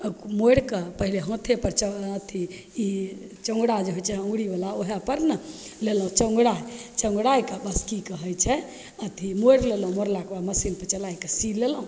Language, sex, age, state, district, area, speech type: Maithili, female, 30-45, Bihar, Begusarai, urban, spontaneous